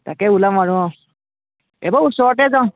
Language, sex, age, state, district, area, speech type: Assamese, male, 30-45, Assam, Biswanath, rural, conversation